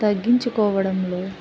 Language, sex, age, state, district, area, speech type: Telugu, female, 30-45, Andhra Pradesh, Guntur, rural, spontaneous